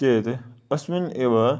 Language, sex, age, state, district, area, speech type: Sanskrit, male, 30-45, Karnataka, Dharwad, urban, spontaneous